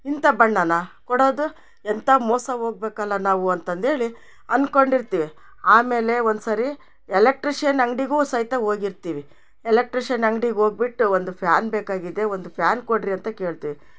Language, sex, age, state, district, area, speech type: Kannada, female, 60+, Karnataka, Chitradurga, rural, spontaneous